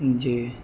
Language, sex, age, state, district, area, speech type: Urdu, male, 18-30, Bihar, Gaya, urban, spontaneous